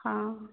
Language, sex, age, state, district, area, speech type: Hindi, female, 18-30, Madhya Pradesh, Hoshangabad, rural, conversation